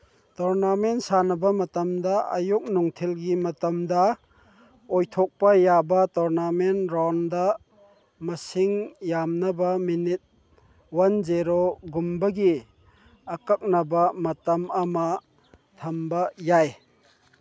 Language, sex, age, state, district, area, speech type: Manipuri, male, 45-60, Manipur, Chandel, rural, read